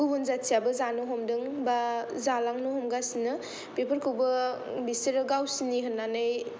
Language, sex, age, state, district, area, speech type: Bodo, female, 18-30, Assam, Kokrajhar, rural, spontaneous